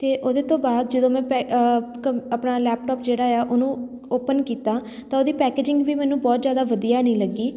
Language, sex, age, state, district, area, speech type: Punjabi, female, 30-45, Punjab, Shaheed Bhagat Singh Nagar, urban, spontaneous